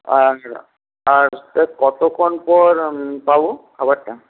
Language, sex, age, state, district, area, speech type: Bengali, male, 18-30, West Bengal, Paschim Medinipur, rural, conversation